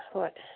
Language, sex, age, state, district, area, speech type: Manipuri, female, 45-60, Manipur, Kangpokpi, urban, conversation